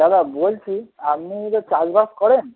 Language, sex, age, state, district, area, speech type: Bengali, male, 18-30, West Bengal, Darjeeling, rural, conversation